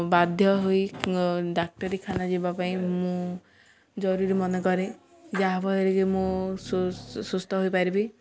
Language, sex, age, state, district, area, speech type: Odia, female, 18-30, Odisha, Ganjam, urban, spontaneous